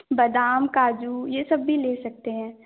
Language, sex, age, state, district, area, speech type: Hindi, female, 18-30, Madhya Pradesh, Balaghat, rural, conversation